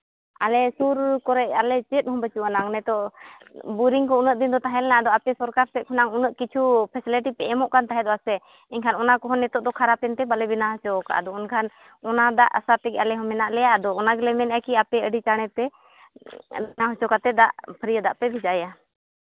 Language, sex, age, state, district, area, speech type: Santali, female, 30-45, Jharkhand, East Singhbhum, rural, conversation